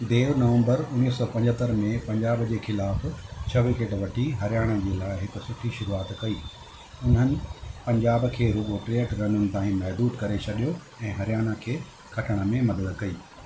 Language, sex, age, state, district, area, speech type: Sindhi, male, 60+, Maharashtra, Thane, urban, read